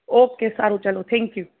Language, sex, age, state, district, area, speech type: Gujarati, female, 30-45, Gujarat, Junagadh, urban, conversation